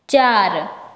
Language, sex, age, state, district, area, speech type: Goan Konkani, female, 18-30, Goa, Canacona, rural, read